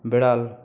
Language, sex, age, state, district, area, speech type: Bengali, male, 30-45, West Bengal, Purulia, urban, read